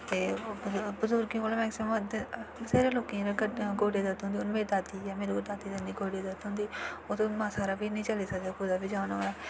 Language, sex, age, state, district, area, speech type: Dogri, female, 18-30, Jammu and Kashmir, Kathua, rural, spontaneous